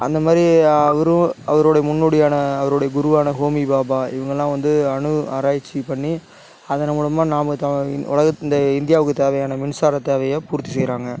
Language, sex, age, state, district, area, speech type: Tamil, male, 30-45, Tamil Nadu, Tiruchirappalli, rural, spontaneous